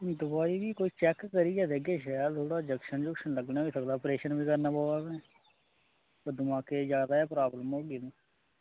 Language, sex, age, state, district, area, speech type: Dogri, male, 18-30, Jammu and Kashmir, Udhampur, rural, conversation